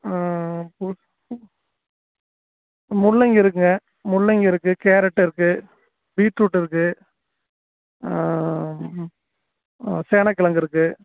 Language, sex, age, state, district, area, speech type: Tamil, male, 30-45, Tamil Nadu, Salem, urban, conversation